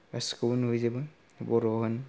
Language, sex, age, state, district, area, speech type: Bodo, male, 18-30, Assam, Kokrajhar, rural, spontaneous